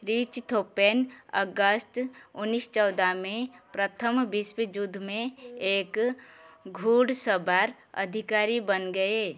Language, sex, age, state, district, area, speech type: Hindi, female, 45-60, Madhya Pradesh, Chhindwara, rural, read